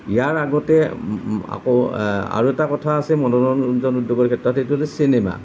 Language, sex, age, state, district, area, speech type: Assamese, male, 45-60, Assam, Nalbari, rural, spontaneous